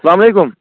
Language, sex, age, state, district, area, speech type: Kashmiri, male, 30-45, Jammu and Kashmir, Kulgam, urban, conversation